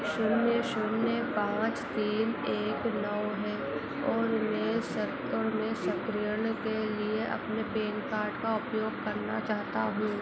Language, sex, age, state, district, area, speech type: Hindi, female, 18-30, Madhya Pradesh, Harda, urban, read